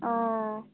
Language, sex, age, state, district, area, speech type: Assamese, female, 18-30, Assam, Sivasagar, rural, conversation